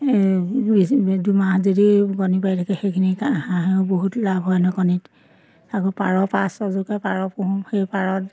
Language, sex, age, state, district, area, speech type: Assamese, female, 45-60, Assam, Majuli, urban, spontaneous